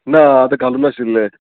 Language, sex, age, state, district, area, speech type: Goan Konkani, male, 45-60, Goa, Murmgao, rural, conversation